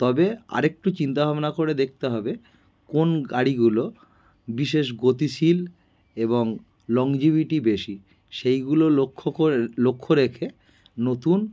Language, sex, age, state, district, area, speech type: Bengali, male, 30-45, West Bengal, North 24 Parganas, urban, spontaneous